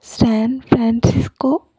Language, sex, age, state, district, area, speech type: Telugu, female, 30-45, Telangana, Adilabad, rural, spontaneous